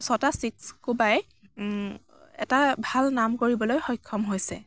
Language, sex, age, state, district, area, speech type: Assamese, female, 18-30, Assam, Dibrugarh, rural, spontaneous